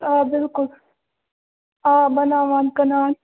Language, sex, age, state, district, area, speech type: Kashmiri, female, 18-30, Jammu and Kashmir, Bandipora, rural, conversation